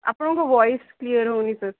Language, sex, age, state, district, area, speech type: Odia, female, 30-45, Odisha, Sundergarh, urban, conversation